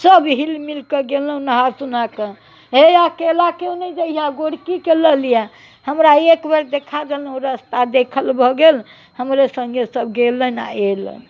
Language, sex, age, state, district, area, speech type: Maithili, female, 60+, Bihar, Muzaffarpur, rural, spontaneous